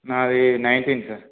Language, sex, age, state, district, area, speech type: Telugu, male, 18-30, Telangana, Siddipet, urban, conversation